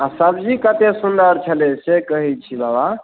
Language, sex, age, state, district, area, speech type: Maithili, male, 18-30, Bihar, Darbhanga, rural, conversation